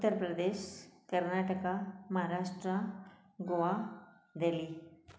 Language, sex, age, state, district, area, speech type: Sindhi, female, 45-60, Maharashtra, Thane, urban, spontaneous